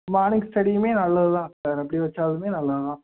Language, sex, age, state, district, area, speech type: Tamil, male, 18-30, Tamil Nadu, Tirunelveli, rural, conversation